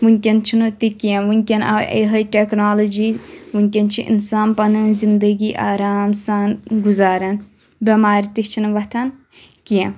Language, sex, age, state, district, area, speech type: Kashmiri, female, 18-30, Jammu and Kashmir, Shopian, rural, spontaneous